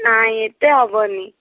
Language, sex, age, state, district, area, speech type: Odia, female, 18-30, Odisha, Bhadrak, rural, conversation